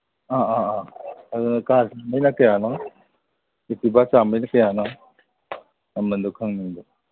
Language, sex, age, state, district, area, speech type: Manipuri, male, 45-60, Manipur, Imphal East, rural, conversation